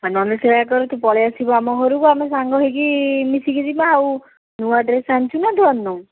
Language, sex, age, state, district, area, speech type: Odia, female, 60+, Odisha, Jajpur, rural, conversation